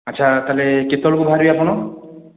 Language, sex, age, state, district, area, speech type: Odia, male, 30-45, Odisha, Khordha, rural, conversation